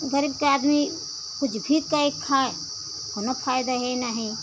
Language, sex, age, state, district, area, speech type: Hindi, female, 60+, Uttar Pradesh, Pratapgarh, rural, spontaneous